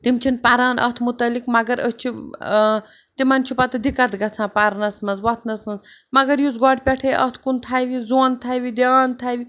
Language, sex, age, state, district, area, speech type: Kashmiri, female, 30-45, Jammu and Kashmir, Srinagar, urban, spontaneous